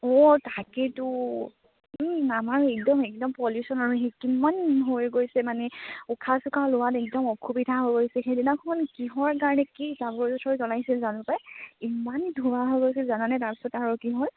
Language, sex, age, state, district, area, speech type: Assamese, female, 18-30, Assam, Dibrugarh, rural, conversation